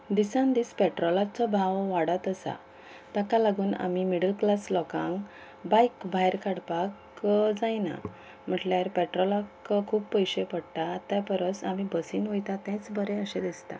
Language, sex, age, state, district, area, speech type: Goan Konkani, female, 30-45, Goa, Ponda, rural, spontaneous